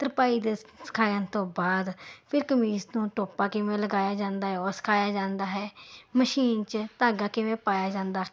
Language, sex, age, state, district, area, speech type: Punjabi, female, 30-45, Punjab, Ludhiana, urban, spontaneous